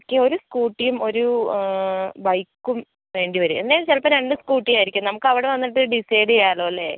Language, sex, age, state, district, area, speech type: Malayalam, female, 60+, Kerala, Wayanad, rural, conversation